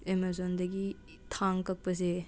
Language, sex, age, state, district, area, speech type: Manipuri, other, 45-60, Manipur, Imphal West, urban, spontaneous